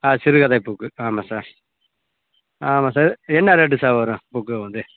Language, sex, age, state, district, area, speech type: Tamil, male, 45-60, Tamil Nadu, Theni, rural, conversation